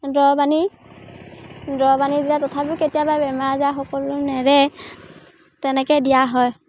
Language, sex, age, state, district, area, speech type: Assamese, female, 18-30, Assam, Sivasagar, rural, spontaneous